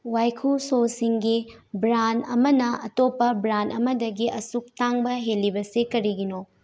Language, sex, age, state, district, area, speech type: Manipuri, female, 18-30, Manipur, Bishnupur, rural, read